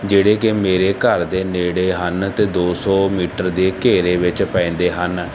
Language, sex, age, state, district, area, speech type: Punjabi, male, 30-45, Punjab, Barnala, rural, spontaneous